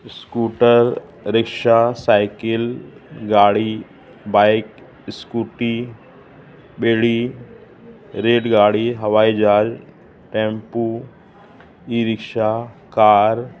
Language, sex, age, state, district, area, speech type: Sindhi, male, 45-60, Uttar Pradesh, Lucknow, urban, spontaneous